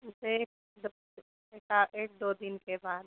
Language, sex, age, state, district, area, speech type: Hindi, female, 30-45, Uttar Pradesh, Jaunpur, rural, conversation